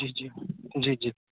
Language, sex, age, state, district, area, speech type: Gujarati, male, 30-45, Gujarat, Surat, urban, conversation